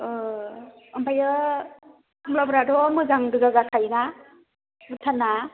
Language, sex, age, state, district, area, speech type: Bodo, female, 18-30, Assam, Chirang, rural, conversation